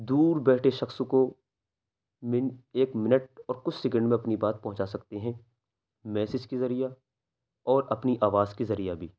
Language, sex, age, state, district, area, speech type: Urdu, male, 18-30, Uttar Pradesh, Ghaziabad, urban, spontaneous